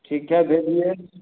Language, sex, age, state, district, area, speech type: Hindi, male, 30-45, Bihar, Begusarai, rural, conversation